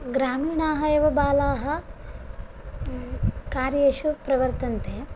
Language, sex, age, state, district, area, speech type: Sanskrit, female, 18-30, Karnataka, Bagalkot, rural, spontaneous